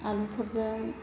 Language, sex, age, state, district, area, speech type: Bodo, female, 60+, Assam, Chirang, rural, spontaneous